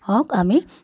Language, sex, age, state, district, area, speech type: Assamese, female, 30-45, Assam, Sivasagar, rural, spontaneous